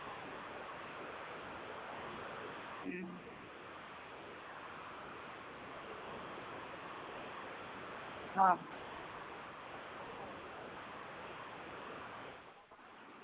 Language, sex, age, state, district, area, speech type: Santali, female, 45-60, Jharkhand, Seraikela Kharsawan, rural, conversation